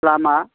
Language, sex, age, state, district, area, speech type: Bodo, male, 60+, Assam, Chirang, rural, conversation